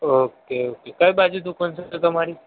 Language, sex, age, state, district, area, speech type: Gujarati, male, 60+, Gujarat, Aravalli, urban, conversation